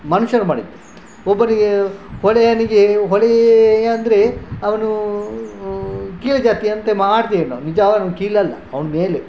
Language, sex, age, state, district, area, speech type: Kannada, male, 60+, Karnataka, Udupi, rural, spontaneous